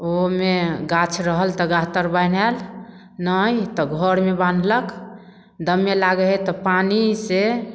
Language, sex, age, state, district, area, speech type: Maithili, female, 30-45, Bihar, Samastipur, rural, spontaneous